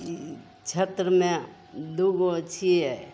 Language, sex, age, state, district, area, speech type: Maithili, female, 45-60, Bihar, Begusarai, urban, spontaneous